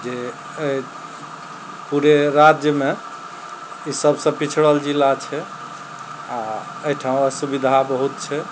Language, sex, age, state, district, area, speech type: Maithili, male, 45-60, Bihar, Araria, rural, spontaneous